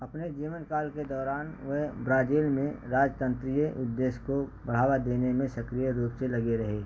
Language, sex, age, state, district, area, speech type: Hindi, male, 60+, Uttar Pradesh, Ayodhya, urban, read